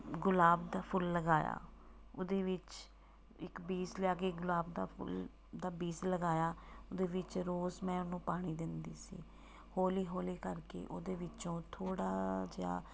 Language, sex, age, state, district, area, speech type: Punjabi, female, 45-60, Punjab, Tarn Taran, rural, spontaneous